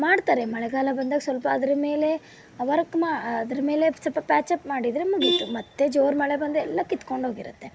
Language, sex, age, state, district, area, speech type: Kannada, female, 30-45, Karnataka, Shimoga, rural, spontaneous